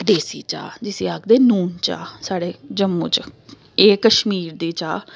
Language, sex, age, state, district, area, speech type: Dogri, female, 30-45, Jammu and Kashmir, Samba, urban, spontaneous